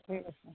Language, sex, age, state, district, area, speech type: Assamese, female, 45-60, Assam, Golaghat, urban, conversation